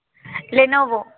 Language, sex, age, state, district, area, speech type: Telugu, female, 18-30, Telangana, Yadadri Bhuvanagiri, urban, conversation